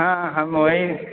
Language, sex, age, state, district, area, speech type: Maithili, male, 18-30, Bihar, Purnia, rural, conversation